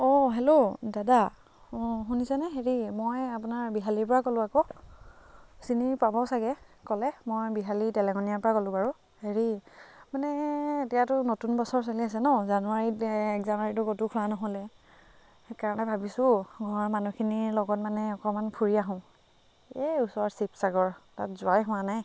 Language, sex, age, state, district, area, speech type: Assamese, female, 18-30, Assam, Biswanath, rural, spontaneous